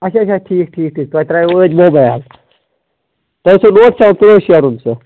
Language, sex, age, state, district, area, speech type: Kashmiri, male, 18-30, Jammu and Kashmir, Baramulla, rural, conversation